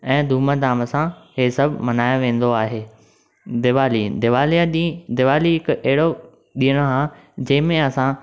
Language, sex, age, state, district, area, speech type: Sindhi, male, 18-30, Maharashtra, Thane, urban, spontaneous